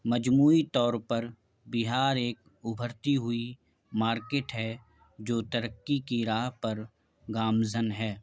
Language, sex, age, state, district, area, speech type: Urdu, male, 18-30, Bihar, Gaya, urban, spontaneous